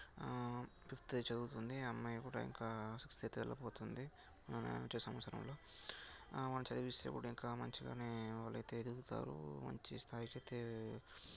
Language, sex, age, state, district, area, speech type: Telugu, male, 18-30, Andhra Pradesh, Sri Balaji, rural, spontaneous